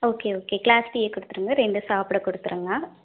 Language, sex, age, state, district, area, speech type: Tamil, female, 30-45, Tamil Nadu, Madurai, urban, conversation